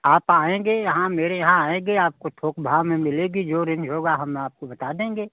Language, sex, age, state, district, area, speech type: Hindi, male, 60+, Uttar Pradesh, Chandauli, rural, conversation